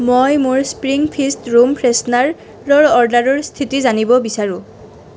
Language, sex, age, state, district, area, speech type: Assamese, female, 18-30, Assam, Nalbari, rural, read